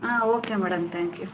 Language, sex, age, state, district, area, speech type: Kannada, female, 18-30, Karnataka, Kolar, rural, conversation